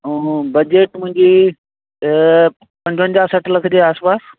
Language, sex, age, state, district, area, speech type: Sindhi, male, 45-60, Gujarat, Kutch, urban, conversation